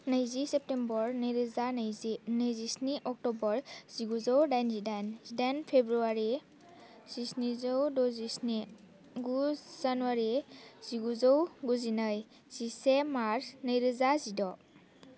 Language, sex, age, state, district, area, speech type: Bodo, female, 18-30, Assam, Baksa, rural, spontaneous